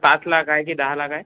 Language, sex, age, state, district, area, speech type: Marathi, male, 18-30, Maharashtra, Akola, rural, conversation